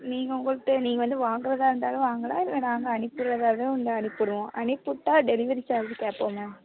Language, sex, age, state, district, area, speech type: Tamil, female, 18-30, Tamil Nadu, Thoothukudi, rural, conversation